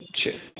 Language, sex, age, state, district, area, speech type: Urdu, male, 18-30, Delhi, North West Delhi, urban, conversation